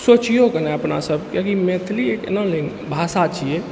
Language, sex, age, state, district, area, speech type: Maithili, male, 45-60, Bihar, Purnia, rural, spontaneous